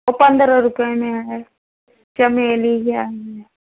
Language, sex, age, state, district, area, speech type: Hindi, female, 30-45, Uttar Pradesh, Prayagraj, urban, conversation